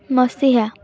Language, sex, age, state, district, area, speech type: Odia, female, 18-30, Odisha, Kendrapara, urban, spontaneous